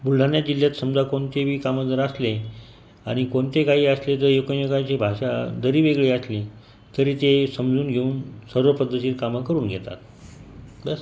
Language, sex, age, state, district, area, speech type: Marathi, male, 45-60, Maharashtra, Buldhana, rural, spontaneous